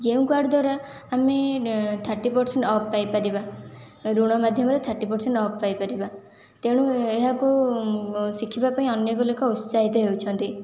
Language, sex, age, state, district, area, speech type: Odia, female, 18-30, Odisha, Khordha, rural, spontaneous